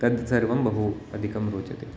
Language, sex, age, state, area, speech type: Sanskrit, male, 30-45, Uttar Pradesh, urban, spontaneous